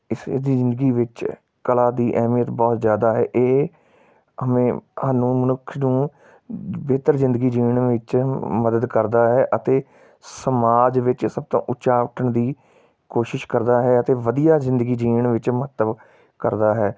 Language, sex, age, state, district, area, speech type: Punjabi, male, 30-45, Punjab, Tarn Taran, urban, spontaneous